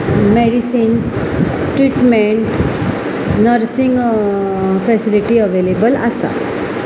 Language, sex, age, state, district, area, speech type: Goan Konkani, female, 45-60, Goa, Salcete, urban, spontaneous